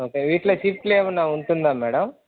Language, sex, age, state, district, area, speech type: Telugu, male, 30-45, Andhra Pradesh, Sri Balaji, urban, conversation